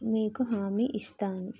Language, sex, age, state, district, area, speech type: Telugu, female, 30-45, Telangana, Jagtial, rural, spontaneous